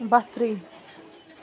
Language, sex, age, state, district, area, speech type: Kashmiri, female, 18-30, Jammu and Kashmir, Bandipora, rural, read